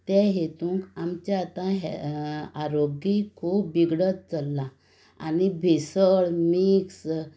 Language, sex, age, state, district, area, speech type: Goan Konkani, female, 45-60, Goa, Tiswadi, rural, spontaneous